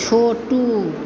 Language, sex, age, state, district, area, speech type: Maithili, female, 60+, Bihar, Supaul, rural, read